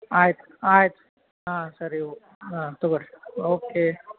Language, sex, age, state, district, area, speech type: Kannada, male, 45-60, Karnataka, Belgaum, rural, conversation